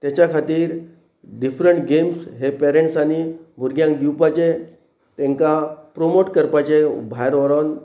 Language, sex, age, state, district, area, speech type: Goan Konkani, male, 45-60, Goa, Pernem, rural, spontaneous